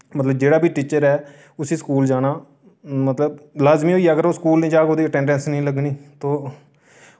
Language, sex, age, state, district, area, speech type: Dogri, male, 30-45, Jammu and Kashmir, Reasi, urban, spontaneous